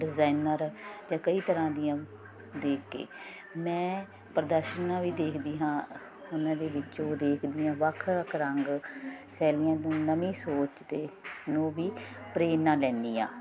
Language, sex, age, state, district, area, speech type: Punjabi, female, 30-45, Punjab, Ludhiana, urban, spontaneous